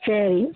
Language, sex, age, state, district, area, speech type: Tamil, female, 60+, Tamil Nadu, Namakkal, rural, conversation